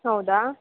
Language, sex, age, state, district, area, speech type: Kannada, female, 18-30, Karnataka, Chitradurga, rural, conversation